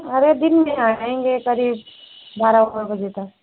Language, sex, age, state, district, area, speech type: Hindi, female, 30-45, Uttar Pradesh, Prayagraj, rural, conversation